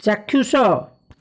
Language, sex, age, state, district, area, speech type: Odia, male, 45-60, Odisha, Bhadrak, rural, read